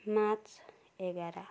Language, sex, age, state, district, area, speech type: Nepali, female, 60+, West Bengal, Kalimpong, rural, spontaneous